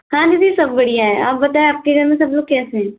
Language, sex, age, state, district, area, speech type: Hindi, female, 45-60, Madhya Pradesh, Balaghat, rural, conversation